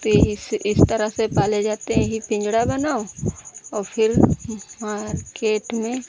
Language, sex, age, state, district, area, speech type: Hindi, female, 45-60, Uttar Pradesh, Lucknow, rural, spontaneous